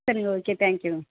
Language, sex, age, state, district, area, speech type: Tamil, female, 30-45, Tamil Nadu, Thanjavur, urban, conversation